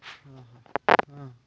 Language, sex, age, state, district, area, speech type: Marathi, male, 18-30, Maharashtra, Ahmednagar, rural, spontaneous